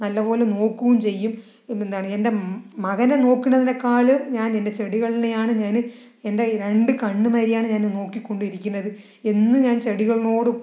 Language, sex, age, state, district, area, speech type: Malayalam, female, 45-60, Kerala, Palakkad, rural, spontaneous